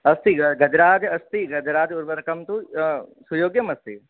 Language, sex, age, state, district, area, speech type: Sanskrit, male, 18-30, Rajasthan, Jodhpur, urban, conversation